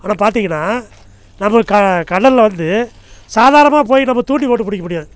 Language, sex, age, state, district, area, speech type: Tamil, male, 60+, Tamil Nadu, Namakkal, rural, spontaneous